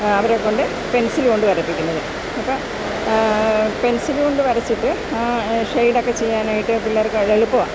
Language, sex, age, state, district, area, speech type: Malayalam, female, 60+, Kerala, Alappuzha, urban, spontaneous